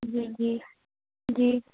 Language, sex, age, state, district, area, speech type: Urdu, female, 30-45, Uttar Pradesh, Lucknow, urban, conversation